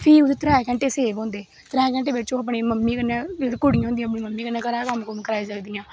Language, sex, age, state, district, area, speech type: Dogri, female, 18-30, Jammu and Kashmir, Kathua, rural, spontaneous